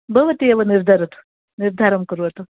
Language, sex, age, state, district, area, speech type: Sanskrit, female, 60+, Karnataka, Dakshina Kannada, urban, conversation